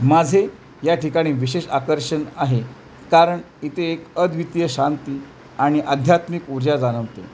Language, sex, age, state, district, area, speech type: Marathi, male, 45-60, Maharashtra, Thane, rural, spontaneous